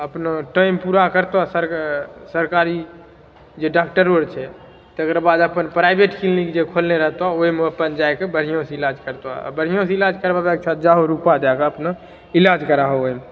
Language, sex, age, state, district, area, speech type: Maithili, male, 18-30, Bihar, Begusarai, rural, spontaneous